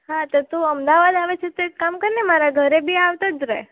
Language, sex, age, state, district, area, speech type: Gujarati, female, 18-30, Gujarat, Surat, rural, conversation